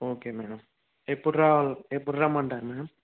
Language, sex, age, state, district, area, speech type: Telugu, male, 18-30, Andhra Pradesh, Nandyal, rural, conversation